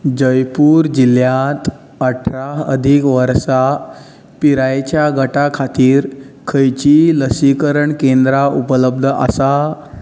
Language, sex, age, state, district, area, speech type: Goan Konkani, male, 18-30, Goa, Bardez, urban, read